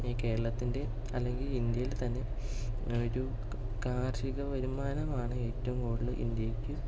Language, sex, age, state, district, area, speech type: Malayalam, male, 18-30, Kerala, Palakkad, urban, spontaneous